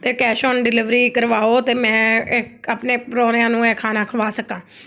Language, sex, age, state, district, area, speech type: Punjabi, female, 30-45, Punjab, Amritsar, urban, spontaneous